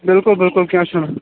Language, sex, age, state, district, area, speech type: Kashmiri, male, 18-30, Jammu and Kashmir, Shopian, urban, conversation